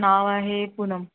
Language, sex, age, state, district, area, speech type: Marathi, female, 30-45, Maharashtra, Mumbai Suburban, urban, conversation